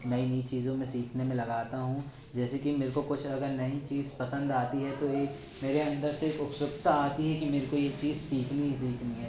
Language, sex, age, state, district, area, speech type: Hindi, male, 18-30, Madhya Pradesh, Jabalpur, urban, spontaneous